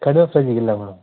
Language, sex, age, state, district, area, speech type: Kannada, male, 30-45, Karnataka, Vijayanagara, rural, conversation